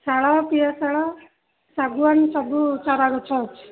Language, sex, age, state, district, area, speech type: Odia, female, 45-60, Odisha, Rayagada, rural, conversation